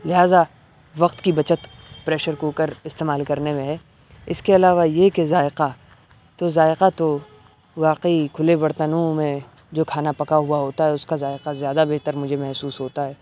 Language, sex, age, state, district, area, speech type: Urdu, male, 30-45, Uttar Pradesh, Aligarh, rural, spontaneous